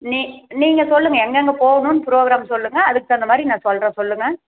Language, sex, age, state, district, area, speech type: Tamil, female, 60+, Tamil Nadu, Krishnagiri, rural, conversation